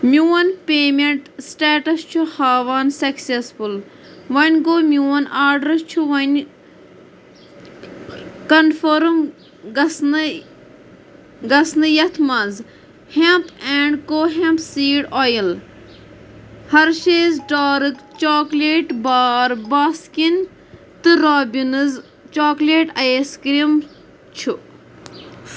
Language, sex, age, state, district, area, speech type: Kashmiri, female, 30-45, Jammu and Kashmir, Pulwama, urban, read